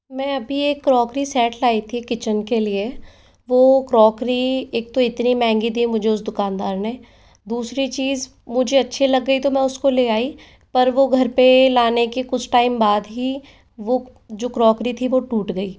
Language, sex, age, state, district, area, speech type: Hindi, female, 30-45, Rajasthan, Jaipur, urban, spontaneous